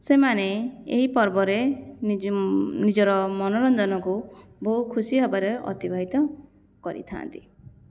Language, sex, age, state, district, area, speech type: Odia, female, 30-45, Odisha, Jajpur, rural, spontaneous